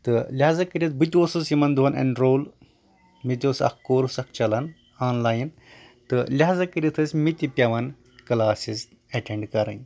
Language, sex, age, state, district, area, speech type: Kashmiri, male, 18-30, Jammu and Kashmir, Anantnag, rural, spontaneous